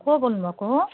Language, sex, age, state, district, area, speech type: Nepali, female, 45-60, West Bengal, Jalpaiguri, rural, conversation